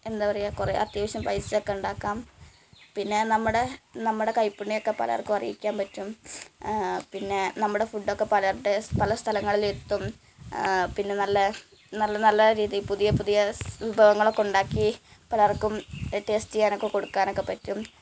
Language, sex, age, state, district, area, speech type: Malayalam, female, 18-30, Kerala, Malappuram, rural, spontaneous